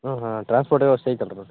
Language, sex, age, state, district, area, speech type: Kannada, male, 45-60, Karnataka, Raichur, rural, conversation